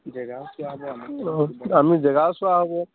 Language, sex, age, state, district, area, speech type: Assamese, male, 18-30, Assam, Sivasagar, rural, conversation